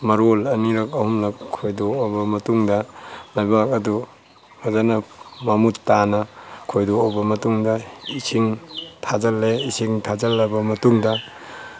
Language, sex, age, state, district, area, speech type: Manipuri, male, 45-60, Manipur, Tengnoupal, rural, spontaneous